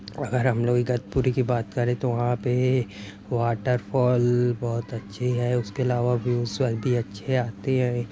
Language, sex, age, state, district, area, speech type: Urdu, male, 30-45, Maharashtra, Nashik, urban, spontaneous